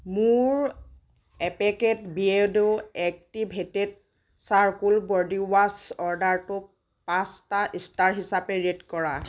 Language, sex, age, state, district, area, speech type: Assamese, female, 18-30, Assam, Nagaon, rural, read